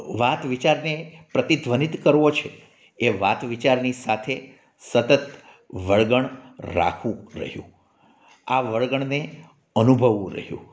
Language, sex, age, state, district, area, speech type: Gujarati, male, 45-60, Gujarat, Amreli, urban, spontaneous